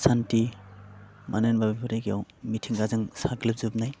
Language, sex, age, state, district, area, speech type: Bodo, male, 18-30, Assam, Baksa, rural, spontaneous